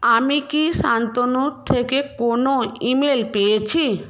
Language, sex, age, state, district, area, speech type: Bengali, female, 18-30, West Bengal, Paschim Medinipur, rural, read